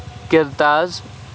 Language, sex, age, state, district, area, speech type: Kashmiri, male, 18-30, Jammu and Kashmir, Shopian, rural, spontaneous